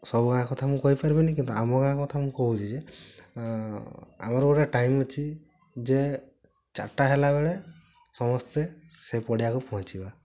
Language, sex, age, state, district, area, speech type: Odia, male, 18-30, Odisha, Mayurbhanj, rural, spontaneous